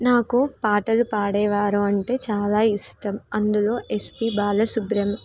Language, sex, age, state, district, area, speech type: Telugu, female, 18-30, Telangana, Nirmal, rural, spontaneous